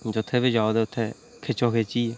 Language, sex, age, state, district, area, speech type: Dogri, male, 30-45, Jammu and Kashmir, Reasi, rural, spontaneous